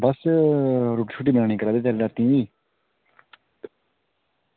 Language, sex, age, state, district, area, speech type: Dogri, male, 30-45, Jammu and Kashmir, Udhampur, rural, conversation